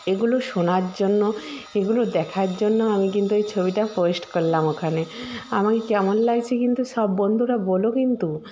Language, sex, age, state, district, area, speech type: Bengali, female, 45-60, West Bengal, Nadia, rural, spontaneous